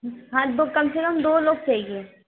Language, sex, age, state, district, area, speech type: Hindi, female, 18-30, Uttar Pradesh, Azamgarh, rural, conversation